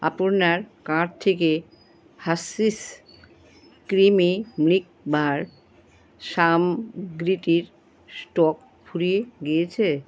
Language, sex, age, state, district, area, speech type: Bengali, female, 45-60, West Bengal, Alipurduar, rural, read